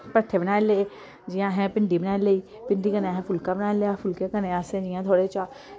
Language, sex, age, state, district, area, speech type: Dogri, female, 30-45, Jammu and Kashmir, Samba, urban, spontaneous